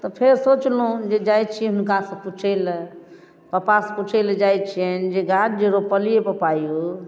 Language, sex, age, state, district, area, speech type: Maithili, female, 45-60, Bihar, Darbhanga, rural, spontaneous